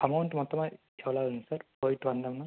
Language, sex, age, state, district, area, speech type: Tamil, male, 18-30, Tamil Nadu, Erode, rural, conversation